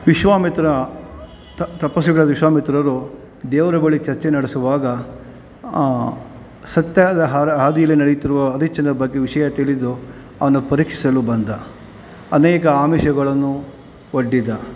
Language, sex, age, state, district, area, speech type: Kannada, male, 45-60, Karnataka, Kolar, rural, spontaneous